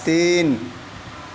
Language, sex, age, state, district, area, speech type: Urdu, male, 18-30, Uttar Pradesh, Gautam Buddha Nagar, rural, read